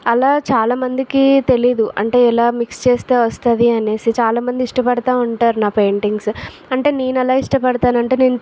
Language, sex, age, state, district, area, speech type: Telugu, female, 30-45, Andhra Pradesh, Vizianagaram, rural, spontaneous